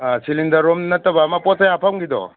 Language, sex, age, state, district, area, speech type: Manipuri, male, 30-45, Manipur, Kangpokpi, urban, conversation